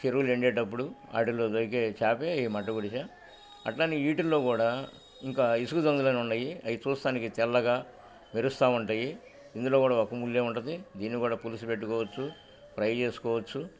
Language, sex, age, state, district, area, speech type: Telugu, male, 60+, Andhra Pradesh, Guntur, urban, spontaneous